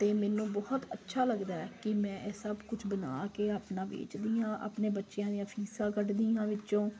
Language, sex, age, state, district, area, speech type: Punjabi, female, 30-45, Punjab, Kapurthala, urban, spontaneous